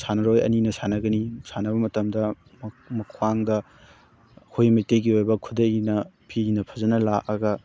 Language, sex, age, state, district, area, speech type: Manipuri, male, 18-30, Manipur, Thoubal, rural, spontaneous